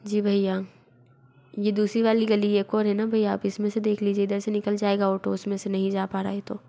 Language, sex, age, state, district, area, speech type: Hindi, female, 60+, Madhya Pradesh, Bhopal, urban, spontaneous